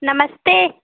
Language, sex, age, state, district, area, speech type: Hindi, female, 18-30, Uttar Pradesh, Ghazipur, rural, conversation